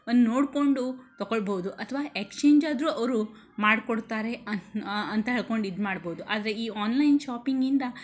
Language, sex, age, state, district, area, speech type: Kannada, female, 60+, Karnataka, Shimoga, rural, spontaneous